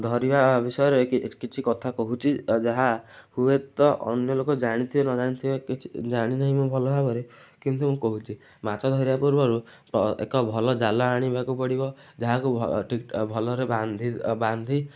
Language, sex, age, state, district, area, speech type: Odia, male, 18-30, Odisha, Kendujhar, urban, spontaneous